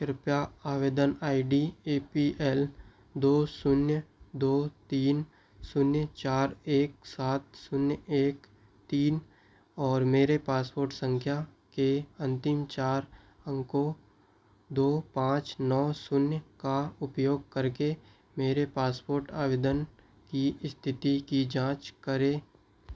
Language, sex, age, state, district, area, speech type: Hindi, male, 18-30, Madhya Pradesh, Seoni, rural, read